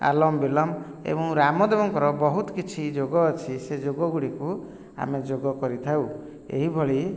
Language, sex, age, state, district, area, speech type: Odia, male, 45-60, Odisha, Nayagarh, rural, spontaneous